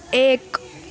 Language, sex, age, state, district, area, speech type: Urdu, female, 18-30, Uttar Pradesh, Gautam Buddha Nagar, rural, read